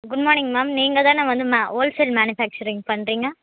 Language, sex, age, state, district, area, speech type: Tamil, female, 18-30, Tamil Nadu, Vellore, urban, conversation